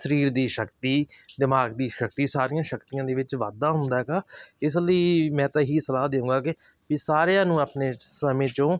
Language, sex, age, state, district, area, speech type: Punjabi, male, 30-45, Punjab, Barnala, rural, spontaneous